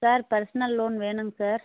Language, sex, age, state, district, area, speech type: Tamil, female, 30-45, Tamil Nadu, Dharmapuri, rural, conversation